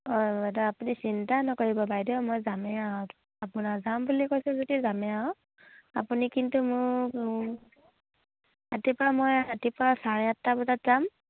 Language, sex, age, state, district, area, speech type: Assamese, female, 45-60, Assam, Dibrugarh, rural, conversation